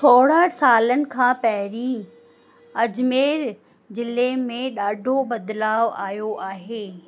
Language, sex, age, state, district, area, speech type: Sindhi, female, 45-60, Rajasthan, Ajmer, urban, spontaneous